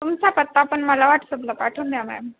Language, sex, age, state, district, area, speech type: Marathi, female, 18-30, Maharashtra, Ahmednagar, rural, conversation